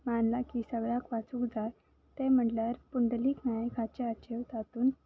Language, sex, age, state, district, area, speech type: Goan Konkani, female, 18-30, Goa, Salcete, rural, spontaneous